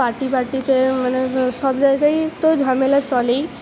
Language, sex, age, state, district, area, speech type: Bengali, female, 18-30, West Bengal, Purba Bardhaman, urban, spontaneous